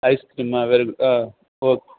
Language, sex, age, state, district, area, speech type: Kannada, male, 60+, Karnataka, Bellary, rural, conversation